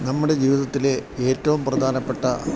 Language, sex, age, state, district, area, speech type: Malayalam, male, 60+, Kerala, Idukki, rural, spontaneous